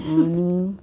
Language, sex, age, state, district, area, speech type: Goan Konkani, female, 45-60, Goa, Murmgao, urban, spontaneous